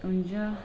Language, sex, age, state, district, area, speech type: Nepali, female, 18-30, West Bengal, Alipurduar, urban, spontaneous